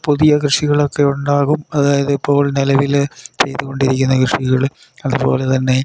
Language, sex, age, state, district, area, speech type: Malayalam, male, 60+, Kerala, Idukki, rural, spontaneous